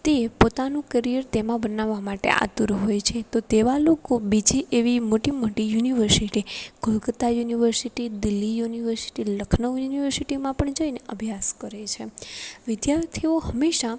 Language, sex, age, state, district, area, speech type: Gujarati, female, 18-30, Gujarat, Rajkot, rural, spontaneous